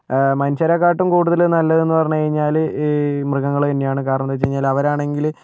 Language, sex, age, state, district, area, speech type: Malayalam, male, 30-45, Kerala, Kozhikode, urban, spontaneous